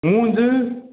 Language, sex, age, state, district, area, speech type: Goan Konkani, male, 60+, Goa, Salcete, rural, conversation